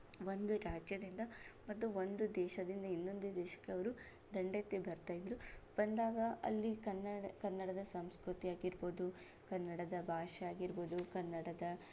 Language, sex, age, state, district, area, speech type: Kannada, female, 30-45, Karnataka, Tumkur, rural, spontaneous